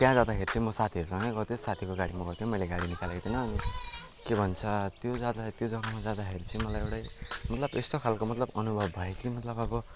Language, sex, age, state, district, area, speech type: Nepali, male, 18-30, West Bengal, Alipurduar, rural, spontaneous